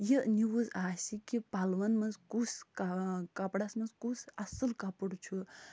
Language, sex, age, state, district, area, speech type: Kashmiri, female, 45-60, Jammu and Kashmir, Budgam, rural, spontaneous